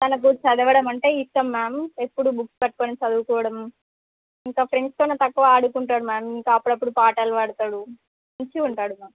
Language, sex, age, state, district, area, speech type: Telugu, female, 18-30, Telangana, Medak, urban, conversation